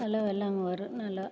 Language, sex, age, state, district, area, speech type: Tamil, female, 60+, Tamil Nadu, Namakkal, rural, spontaneous